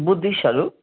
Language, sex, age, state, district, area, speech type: Nepali, male, 30-45, West Bengal, Jalpaiguri, rural, conversation